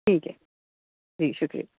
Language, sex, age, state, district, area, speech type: Urdu, female, 30-45, Delhi, North East Delhi, urban, conversation